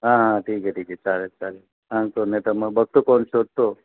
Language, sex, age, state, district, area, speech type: Marathi, male, 45-60, Maharashtra, Thane, rural, conversation